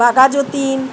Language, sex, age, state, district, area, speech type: Bengali, female, 60+, West Bengal, Kolkata, urban, spontaneous